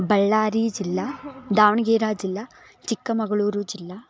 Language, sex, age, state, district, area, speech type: Sanskrit, female, 18-30, Karnataka, Bellary, urban, spontaneous